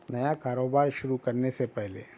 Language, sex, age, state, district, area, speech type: Urdu, female, 45-60, Telangana, Hyderabad, urban, spontaneous